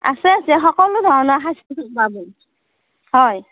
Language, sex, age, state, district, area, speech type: Assamese, female, 45-60, Assam, Darrang, rural, conversation